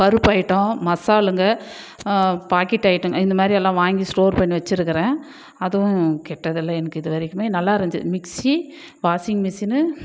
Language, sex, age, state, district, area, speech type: Tamil, female, 45-60, Tamil Nadu, Dharmapuri, rural, spontaneous